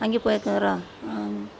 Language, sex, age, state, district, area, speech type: Tamil, female, 45-60, Tamil Nadu, Coimbatore, rural, spontaneous